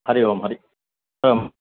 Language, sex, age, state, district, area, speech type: Sanskrit, male, 60+, Karnataka, Shimoga, urban, conversation